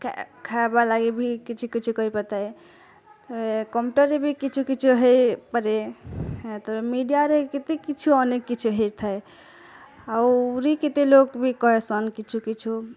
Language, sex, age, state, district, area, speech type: Odia, female, 18-30, Odisha, Bargarh, rural, spontaneous